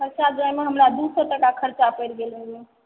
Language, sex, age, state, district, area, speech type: Maithili, female, 18-30, Bihar, Supaul, rural, conversation